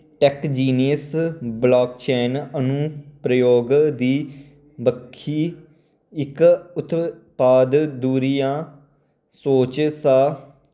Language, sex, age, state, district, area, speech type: Dogri, male, 18-30, Jammu and Kashmir, Kathua, rural, read